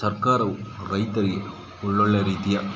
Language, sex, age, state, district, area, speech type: Kannada, male, 30-45, Karnataka, Mysore, urban, spontaneous